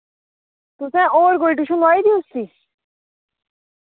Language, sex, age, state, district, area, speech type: Dogri, female, 30-45, Jammu and Kashmir, Udhampur, urban, conversation